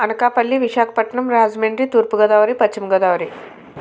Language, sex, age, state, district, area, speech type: Telugu, female, 30-45, Andhra Pradesh, Anakapalli, urban, spontaneous